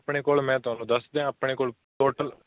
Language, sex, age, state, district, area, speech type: Punjabi, male, 18-30, Punjab, Fazilka, rural, conversation